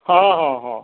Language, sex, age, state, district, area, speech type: Odia, male, 60+, Odisha, Bargarh, urban, conversation